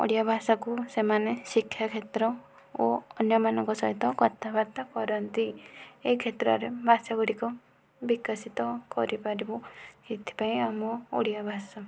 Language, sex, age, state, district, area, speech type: Odia, female, 45-60, Odisha, Kandhamal, rural, spontaneous